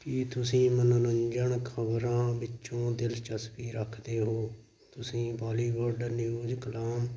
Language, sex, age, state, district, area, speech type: Punjabi, male, 45-60, Punjab, Hoshiarpur, rural, spontaneous